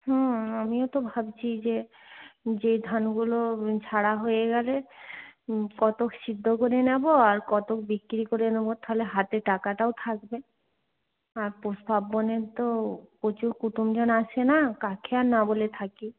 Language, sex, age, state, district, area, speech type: Bengali, female, 45-60, West Bengal, Hooghly, urban, conversation